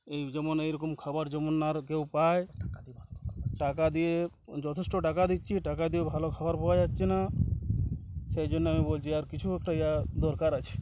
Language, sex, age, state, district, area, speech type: Bengali, male, 30-45, West Bengal, Uttar Dinajpur, rural, spontaneous